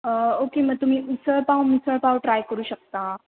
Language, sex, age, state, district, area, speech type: Marathi, female, 18-30, Maharashtra, Sindhudurg, urban, conversation